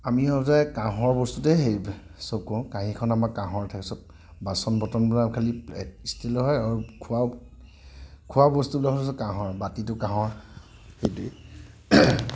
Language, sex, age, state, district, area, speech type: Assamese, male, 45-60, Assam, Nagaon, rural, spontaneous